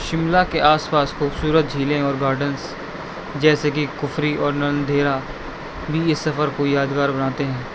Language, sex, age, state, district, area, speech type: Urdu, male, 18-30, Delhi, East Delhi, urban, spontaneous